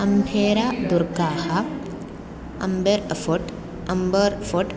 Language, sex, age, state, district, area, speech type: Sanskrit, female, 18-30, Kerala, Thrissur, urban, spontaneous